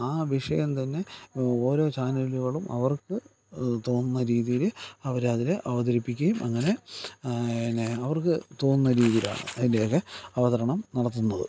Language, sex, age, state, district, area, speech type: Malayalam, male, 45-60, Kerala, Thiruvananthapuram, rural, spontaneous